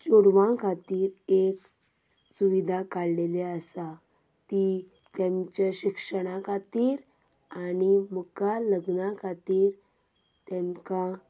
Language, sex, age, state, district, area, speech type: Goan Konkani, female, 18-30, Goa, Quepem, rural, spontaneous